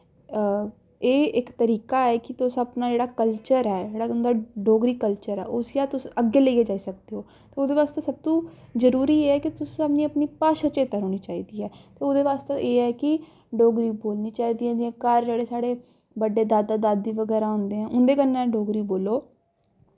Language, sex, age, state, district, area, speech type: Dogri, female, 18-30, Jammu and Kashmir, Samba, urban, spontaneous